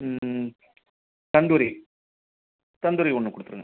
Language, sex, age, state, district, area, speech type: Tamil, male, 60+, Tamil Nadu, Ariyalur, rural, conversation